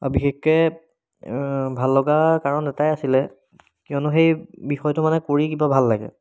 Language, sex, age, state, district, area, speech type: Assamese, male, 30-45, Assam, Biswanath, rural, spontaneous